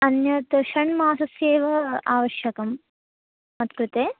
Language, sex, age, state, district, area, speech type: Sanskrit, female, 18-30, Telangana, Hyderabad, urban, conversation